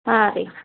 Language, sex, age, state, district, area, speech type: Kannada, female, 30-45, Karnataka, Bidar, urban, conversation